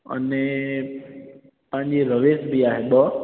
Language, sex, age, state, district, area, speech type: Sindhi, male, 18-30, Gujarat, Junagadh, rural, conversation